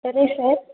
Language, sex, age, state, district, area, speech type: Telugu, female, 18-30, Andhra Pradesh, Chittoor, rural, conversation